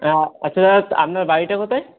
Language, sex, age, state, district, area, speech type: Bengali, male, 18-30, West Bengal, Howrah, urban, conversation